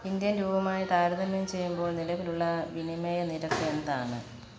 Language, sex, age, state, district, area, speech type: Malayalam, female, 45-60, Kerala, Alappuzha, rural, read